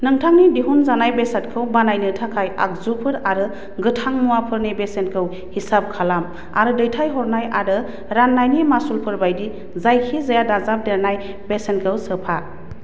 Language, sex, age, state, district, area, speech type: Bodo, female, 30-45, Assam, Baksa, urban, read